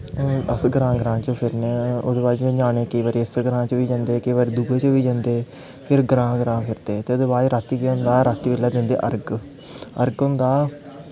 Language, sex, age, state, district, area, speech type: Dogri, male, 18-30, Jammu and Kashmir, Kathua, rural, spontaneous